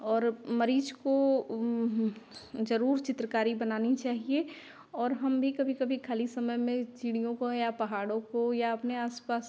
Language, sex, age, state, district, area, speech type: Hindi, female, 18-30, Uttar Pradesh, Chandauli, rural, spontaneous